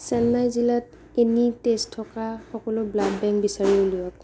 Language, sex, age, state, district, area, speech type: Assamese, female, 30-45, Assam, Morigaon, rural, read